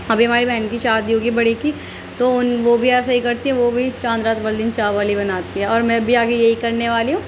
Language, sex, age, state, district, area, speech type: Urdu, female, 18-30, Uttar Pradesh, Gautam Buddha Nagar, rural, spontaneous